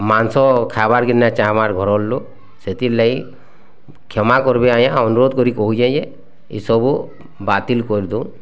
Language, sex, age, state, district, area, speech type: Odia, male, 30-45, Odisha, Bargarh, urban, spontaneous